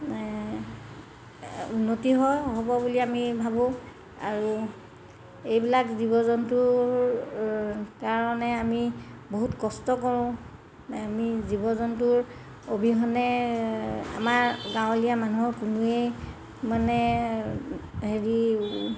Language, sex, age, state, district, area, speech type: Assamese, female, 60+, Assam, Golaghat, urban, spontaneous